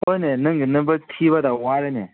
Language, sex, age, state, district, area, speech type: Manipuri, male, 18-30, Manipur, Senapati, rural, conversation